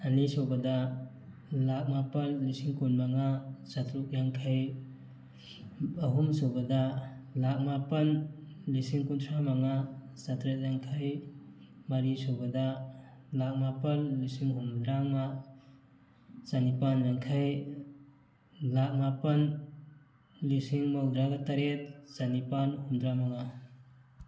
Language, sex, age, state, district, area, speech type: Manipuri, male, 30-45, Manipur, Thoubal, rural, spontaneous